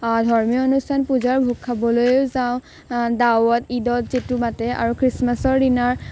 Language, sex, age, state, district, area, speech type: Assamese, female, 18-30, Assam, Morigaon, rural, spontaneous